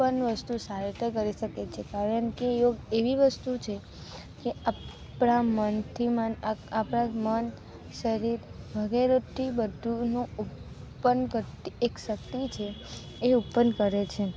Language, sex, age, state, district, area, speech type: Gujarati, female, 18-30, Gujarat, Narmada, urban, spontaneous